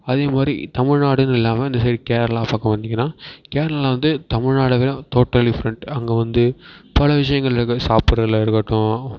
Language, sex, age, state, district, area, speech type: Tamil, male, 18-30, Tamil Nadu, Perambalur, rural, spontaneous